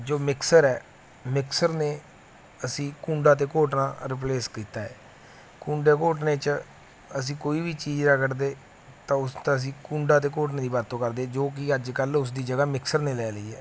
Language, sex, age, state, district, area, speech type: Punjabi, male, 30-45, Punjab, Mansa, urban, spontaneous